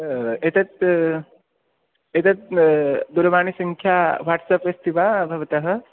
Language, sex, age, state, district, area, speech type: Sanskrit, male, 18-30, Odisha, Khordha, rural, conversation